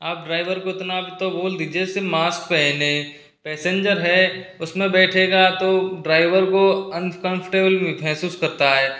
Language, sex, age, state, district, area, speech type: Hindi, male, 45-60, Rajasthan, Karauli, rural, spontaneous